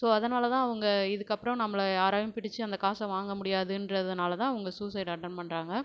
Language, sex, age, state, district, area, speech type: Tamil, female, 30-45, Tamil Nadu, Cuddalore, rural, spontaneous